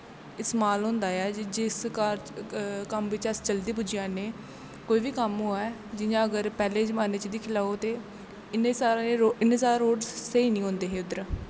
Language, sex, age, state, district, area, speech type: Dogri, female, 18-30, Jammu and Kashmir, Kathua, rural, spontaneous